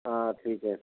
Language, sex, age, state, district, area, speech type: Hindi, male, 60+, Madhya Pradesh, Gwalior, rural, conversation